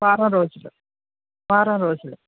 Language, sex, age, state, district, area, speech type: Telugu, female, 60+, Andhra Pradesh, Konaseema, rural, conversation